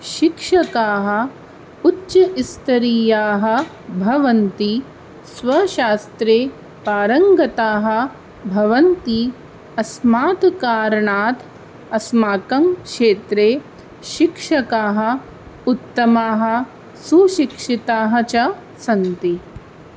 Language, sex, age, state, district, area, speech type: Sanskrit, other, 30-45, Rajasthan, Jaipur, urban, spontaneous